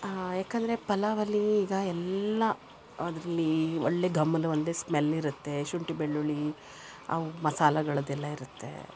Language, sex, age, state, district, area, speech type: Kannada, female, 30-45, Karnataka, Koppal, rural, spontaneous